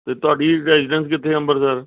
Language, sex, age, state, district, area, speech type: Punjabi, male, 45-60, Punjab, Amritsar, urban, conversation